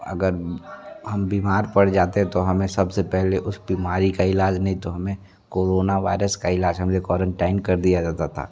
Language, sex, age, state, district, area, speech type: Hindi, male, 30-45, Uttar Pradesh, Sonbhadra, rural, spontaneous